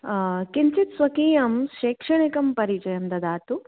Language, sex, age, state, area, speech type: Sanskrit, female, 30-45, Delhi, urban, conversation